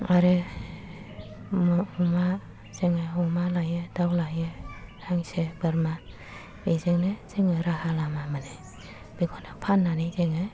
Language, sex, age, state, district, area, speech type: Bodo, female, 45-60, Assam, Kokrajhar, rural, spontaneous